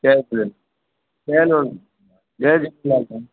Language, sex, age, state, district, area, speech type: Sindhi, male, 30-45, Delhi, South Delhi, urban, conversation